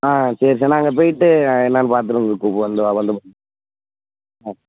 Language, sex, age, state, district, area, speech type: Tamil, male, 18-30, Tamil Nadu, Thanjavur, rural, conversation